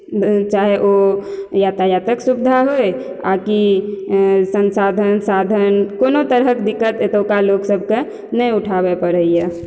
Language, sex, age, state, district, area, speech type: Maithili, female, 18-30, Bihar, Supaul, rural, spontaneous